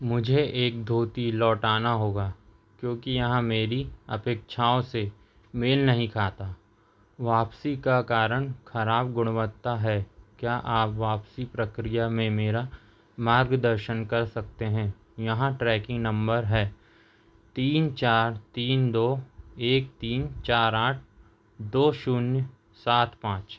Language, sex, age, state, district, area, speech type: Hindi, male, 30-45, Madhya Pradesh, Seoni, urban, read